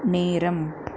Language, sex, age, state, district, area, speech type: Tamil, female, 18-30, Tamil Nadu, Madurai, urban, read